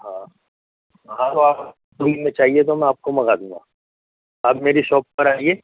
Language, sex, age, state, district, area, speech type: Urdu, male, 60+, Delhi, Central Delhi, urban, conversation